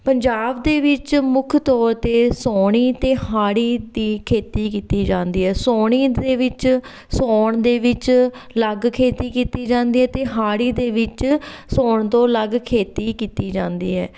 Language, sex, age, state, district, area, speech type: Punjabi, female, 30-45, Punjab, Fatehgarh Sahib, urban, spontaneous